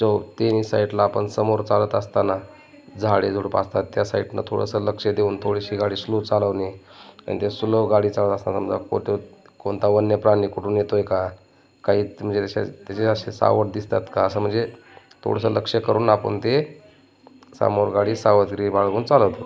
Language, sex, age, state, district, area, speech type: Marathi, male, 30-45, Maharashtra, Beed, rural, spontaneous